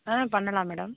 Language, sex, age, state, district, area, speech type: Tamil, female, 45-60, Tamil Nadu, Sivaganga, urban, conversation